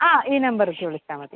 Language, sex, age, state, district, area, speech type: Malayalam, female, 18-30, Kerala, Thrissur, urban, conversation